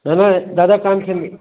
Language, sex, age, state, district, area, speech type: Sindhi, male, 30-45, Gujarat, Kutch, rural, conversation